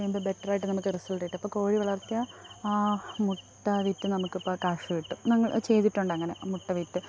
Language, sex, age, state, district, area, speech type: Malayalam, female, 18-30, Kerala, Thiruvananthapuram, rural, spontaneous